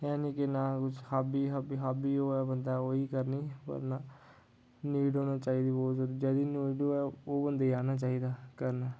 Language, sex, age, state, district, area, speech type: Dogri, male, 30-45, Jammu and Kashmir, Udhampur, rural, spontaneous